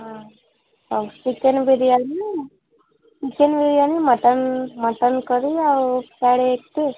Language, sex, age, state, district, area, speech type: Odia, female, 18-30, Odisha, Subarnapur, urban, conversation